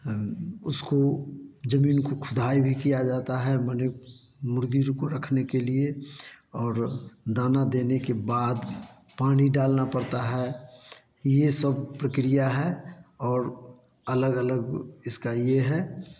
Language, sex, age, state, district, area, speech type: Hindi, male, 60+, Bihar, Samastipur, urban, spontaneous